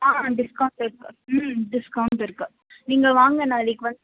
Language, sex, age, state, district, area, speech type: Tamil, female, 18-30, Tamil Nadu, Krishnagiri, rural, conversation